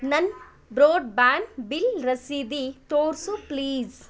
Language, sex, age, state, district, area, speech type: Kannada, female, 18-30, Karnataka, Bangalore Rural, rural, read